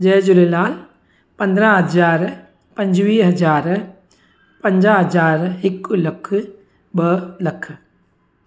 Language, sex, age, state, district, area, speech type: Sindhi, female, 30-45, Gujarat, Surat, urban, spontaneous